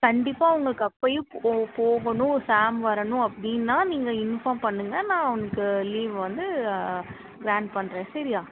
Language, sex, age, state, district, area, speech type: Tamil, female, 18-30, Tamil Nadu, Tirunelveli, rural, conversation